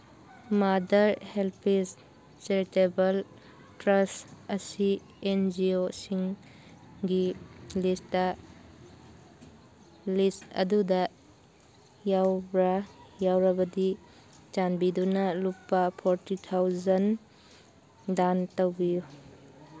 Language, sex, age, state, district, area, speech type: Manipuri, female, 45-60, Manipur, Churachandpur, urban, read